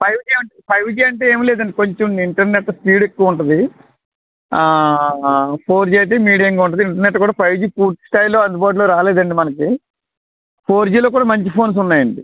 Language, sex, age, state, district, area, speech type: Telugu, male, 45-60, Andhra Pradesh, West Godavari, rural, conversation